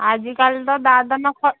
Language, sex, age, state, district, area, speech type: Odia, female, 45-60, Odisha, Gajapati, rural, conversation